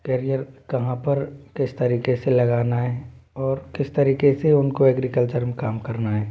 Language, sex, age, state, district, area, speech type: Hindi, male, 18-30, Rajasthan, Jaipur, urban, spontaneous